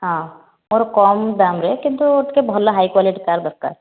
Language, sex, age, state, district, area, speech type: Odia, female, 30-45, Odisha, Khordha, rural, conversation